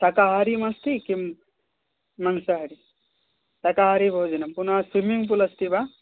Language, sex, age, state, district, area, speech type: Sanskrit, male, 18-30, West Bengal, Dakshin Dinajpur, rural, conversation